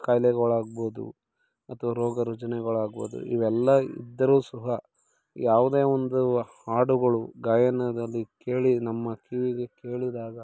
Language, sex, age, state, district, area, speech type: Kannada, male, 30-45, Karnataka, Mandya, rural, spontaneous